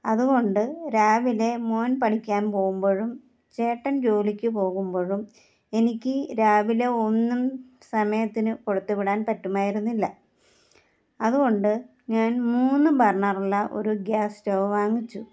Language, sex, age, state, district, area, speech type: Malayalam, female, 45-60, Kerala, Alappuzha, rural, spontaneous